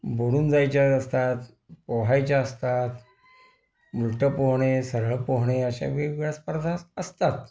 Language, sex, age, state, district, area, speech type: Marathi, male, 60+, Maharashtra, Kolhapur, urban, spontaneous